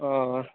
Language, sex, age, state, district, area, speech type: Dogri, male, 18-30, Jammu and Kashmir, Udhampur, rural, conversation